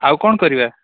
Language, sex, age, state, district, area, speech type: Odia, male, 18-30, Odisha, Cuttack, urban, conversation